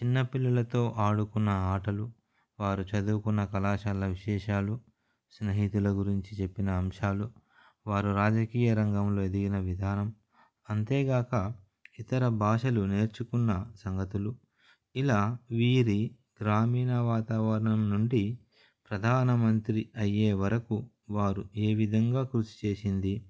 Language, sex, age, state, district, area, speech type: Telugu, male, 30-45, Andhra Pradesh, Nellore, urban, spontaneous